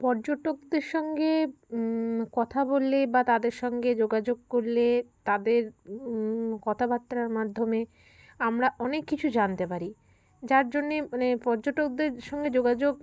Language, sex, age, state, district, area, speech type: Bengali, female, 30-45, West Bengal, Birbhum, urban, spontaneous